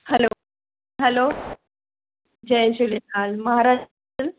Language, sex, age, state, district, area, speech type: Sindhi, female, 60+, Maharashtra, Thane, urban, conversation